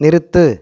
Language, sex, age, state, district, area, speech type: Tamil, male, 60+, Tamil Nadu, Coimbatore, rural, read